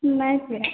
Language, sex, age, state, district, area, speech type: Maithili, female, 45-60, Bihar, Purnia, rural, conversation